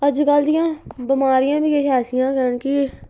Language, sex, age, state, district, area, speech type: Dogri, female, 18-30, Jammu and Kashmir, Samba, rural, spontaneous